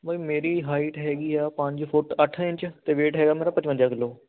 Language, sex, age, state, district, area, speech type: Punjabi, male, 18-30, Punjab, Ludhiana, urban, conversation